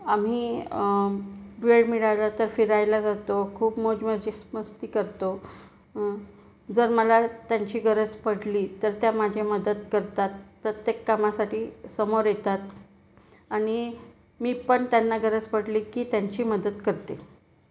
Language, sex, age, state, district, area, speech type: Marathi, female, 30-45, Maharashtra, Gondia, rural, spontaneous